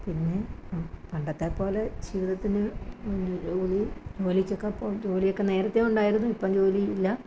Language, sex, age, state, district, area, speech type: Malayalam, female, 45-60, Kerala, Kottayam, rural, spontaneous